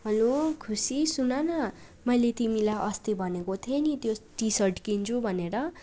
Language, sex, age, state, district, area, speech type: Nepali, female, 18-30, West Bengal, Darjeeling, rural, spontaneous